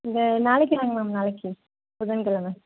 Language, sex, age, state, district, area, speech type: Tamil, female, 45-60, Tamil Nadu, Nilgiris, rural, conversation